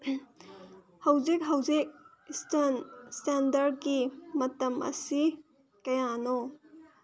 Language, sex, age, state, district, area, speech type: Manipuri, female, 30-45, Manipur, Senapati, rural, read